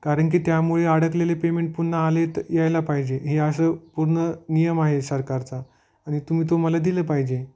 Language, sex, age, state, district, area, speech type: Marathi, male, 18-30, Maharashtra, Jalna, urban, spontaneous